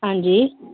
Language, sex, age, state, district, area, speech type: Dogri, female, 30-45, Jammu and Kashmir, Samba, urban, conversation